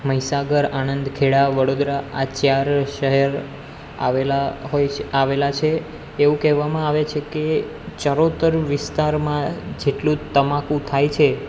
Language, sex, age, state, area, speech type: Gujarati, male, 18-30, Gujarat, urban, spontaneous